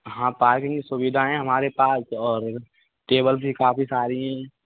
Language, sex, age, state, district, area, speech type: Hindi, male, 18-30, Rajasthan, Karauli, rural, conversation